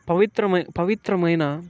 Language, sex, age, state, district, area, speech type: Telugu, male, 18-30, Andhra Pradesh, Bapatla, urban, spontaneous